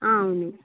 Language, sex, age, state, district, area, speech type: Telugu, female, 18-30, Andhra Pradesh, Kadapa, urban, conversation